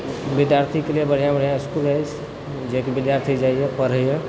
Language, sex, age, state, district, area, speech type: Maithili, male, 30-45, Bihar, Supaul, urban, spontaneous